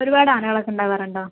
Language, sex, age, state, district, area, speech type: Malayalam, female, 18-30, Kerala, Palakkad, urban, conversation